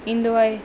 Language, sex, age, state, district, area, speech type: Sindhi, female, 18-30, Delhi, South Delhi, urban, spontaneous